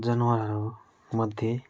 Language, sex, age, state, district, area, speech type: Nepali, male, 30-45, West Bengal, Darjeeling, rural, spontaneous